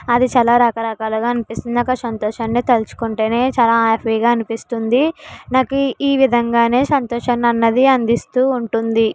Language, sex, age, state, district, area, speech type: Telugu, female, 60+, Andhra Pradesh, Kakinada, rural, spontaneous